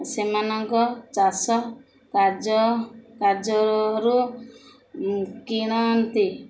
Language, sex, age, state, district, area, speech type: Odia, female, 45-60, Odisha, Koraput, urban, spontaneous